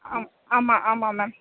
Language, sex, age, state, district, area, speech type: Tamil, female, 30-45, Tamil Nadu, Chennai, urban, conversation